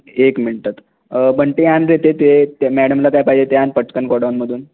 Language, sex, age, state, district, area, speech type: Marathi, male, 18-30, Maharashtra, Raigad, rural, conversation